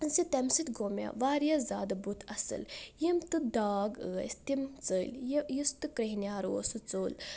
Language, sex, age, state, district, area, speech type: Kashmiri, female, 18-30, Jammu and Kashmir, Budgam, rural, spontaneous